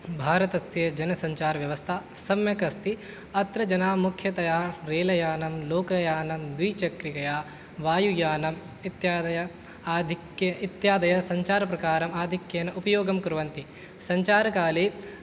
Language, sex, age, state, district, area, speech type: Sanskrit, male, 18-30, Rajasthan, Jaipur, urban, spontaneous